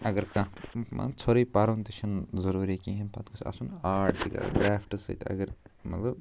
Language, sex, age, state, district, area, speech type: Kashmiri, male, 30-45, Jammu and Kashmir, Ganderbal, rural, spontaneous